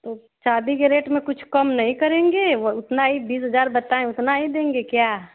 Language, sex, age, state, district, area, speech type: Hindi, female, 30-45, Uttar Pradesh, Ghazipur, rural, conversation